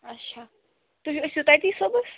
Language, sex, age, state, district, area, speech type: Kashmiri, female, 30-45, Jammu and Kashmir, Bandipora, rural, conversation